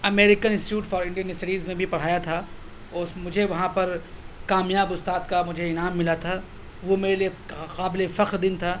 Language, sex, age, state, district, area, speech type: Urdu, male, 30-45, Delhi, South Delhi, urban, spontaneous